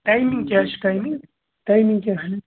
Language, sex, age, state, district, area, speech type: Kashmiri, female, 30-45, Jammu and Kashmir, Srinagar, urban, conversation